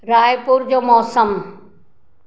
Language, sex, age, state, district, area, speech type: Sindhi, female, 60+, Maharashtra, Mumbai Suburban, urban, read